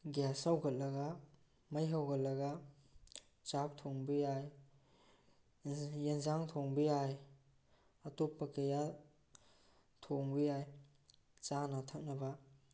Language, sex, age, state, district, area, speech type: Manipuri, male, 18-30, Manipur, Tengnoupal, rural, spontaneous